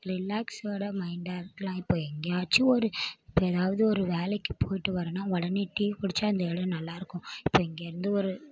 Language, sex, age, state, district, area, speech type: Tamil, female, 18-30, Tamil Nadu, Mayiladuthurai, urban, spontaneous